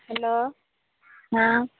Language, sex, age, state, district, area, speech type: Odia, female, 45-60, Odisha, Sambalpur, rural, conversation